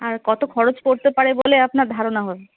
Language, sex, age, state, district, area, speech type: Bengali, female, 30-45, West Bengal, Darjeeling, urban, conversation